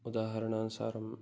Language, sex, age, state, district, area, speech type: Sanskrit, male, 18-30, Kerala, Kasaragod, rural, spontaneous